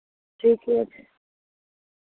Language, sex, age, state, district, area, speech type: Maithili, female, 60+, Bihar, Madhepura, rural, conversation